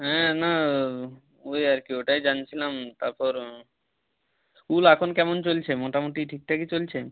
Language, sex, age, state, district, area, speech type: Bengali, male, 18-30, West Bengal, Jalpaiguri, rural, conversation